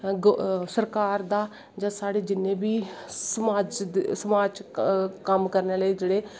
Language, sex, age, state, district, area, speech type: Dogri, female, 30-45, Jammu and Kashmir, Kathua, rural, spontaneous